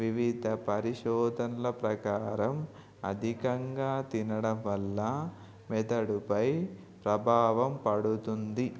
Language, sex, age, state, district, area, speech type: Telugu, male, 18-30, Telangana, Mahabubabad, urban, spontaneous